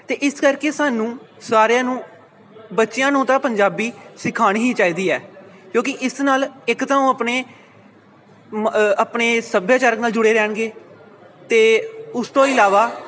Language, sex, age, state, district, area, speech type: Punjabi, male, 18-30, Punjab, Pathankot, rural, spontaneous